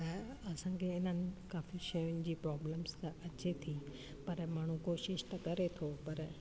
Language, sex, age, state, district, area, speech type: Sindhi, female, 60+, Delhi, South Delhi, urban, spontaneous